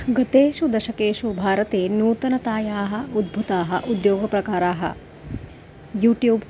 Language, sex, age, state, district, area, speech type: Sanskrit, female, 30-45, Maharashtra, Nagpur, urban, spontaneous